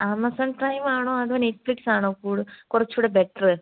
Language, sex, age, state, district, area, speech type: Malayalam, female, 18-30, Kerala, Kollam, rural, conversation